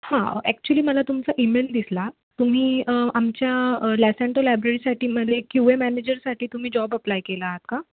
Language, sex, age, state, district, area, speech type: Marathi, female, 18-30, Maharashtra, Mumbai City, urban, conversation